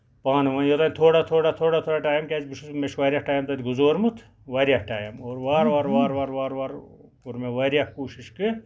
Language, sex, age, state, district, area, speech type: Kashmiri, male, 60+, Jammu and Kashmir, Ganderbal, rural, spontaneous